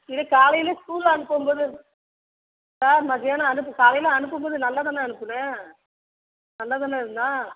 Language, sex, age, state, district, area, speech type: Tamil, female, 45-60, Tamil Nadu, Tiruchirappalli, rural, conversation